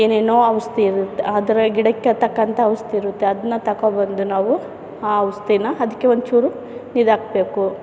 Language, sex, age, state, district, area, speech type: Kannada, female, 45-60, Karnataka, Chamarajanagar, rural, spontaneous